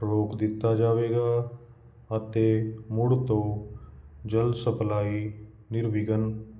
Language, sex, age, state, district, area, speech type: Punjabi, male, 30-45, Punjab, Kapurthala, urban, read